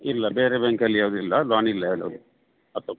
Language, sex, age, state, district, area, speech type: Kannada, male, 45-60, Karnataka, Udupi, rural, conversation